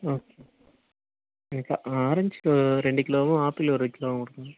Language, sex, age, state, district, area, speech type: Tamil, male, 18-30, Tamil Nadu, Nagapattinam, urban, conversation